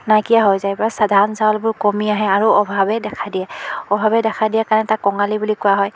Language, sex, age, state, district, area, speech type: Assamese, female, 45-60, Assam, Biswanath, rural, spontaneous